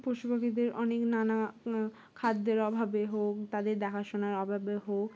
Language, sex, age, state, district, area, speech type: Bengali, female, 18-30, West Bengal, Dakshin Dinajpur, urban, spontaneous